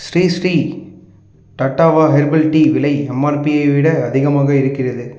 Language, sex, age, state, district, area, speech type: Tamil, male, 18-30, Tamil Nadu, Dharmapuri, rural, read